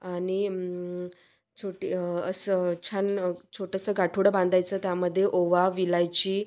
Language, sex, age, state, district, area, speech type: Marathi, female, 30-45, Maharashtra, Wardha, rural, spontaneous